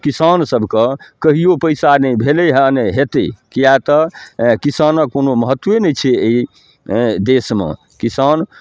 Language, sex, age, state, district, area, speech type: Maithili, male, 45-60, Bihar, Darbhanga, rural, spontaneous